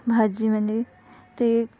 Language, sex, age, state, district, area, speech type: Marathi, female, 45-60, Maharashtra, Nagpur, urban, spontaneous